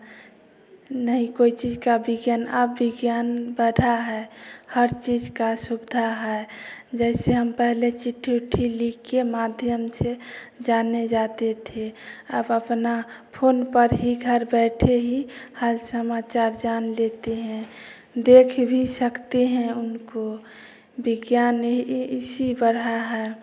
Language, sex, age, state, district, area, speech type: Hindi, female, 30-45, Bihar, Samastipur, rural, spontaneous